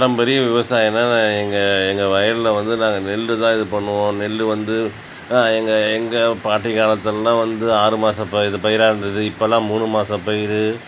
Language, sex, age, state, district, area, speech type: Tamil, male, 45-60, Tamil Nadu, Cuddalore, rural, spontaneous